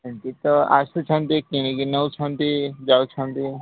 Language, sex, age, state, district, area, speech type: Odia, male, 30-45, Odisha, Koraput, urban, conversation